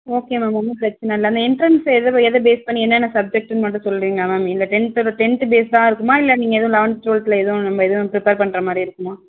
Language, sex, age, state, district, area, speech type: Tamil, female, 18-30, Tamil Nadu, Tiruvarur, rural, conversation